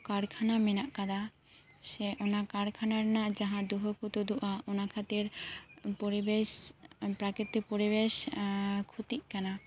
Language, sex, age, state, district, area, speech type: Santali, female, 18-30, West Bengal, Birbhum, rural, spontaneous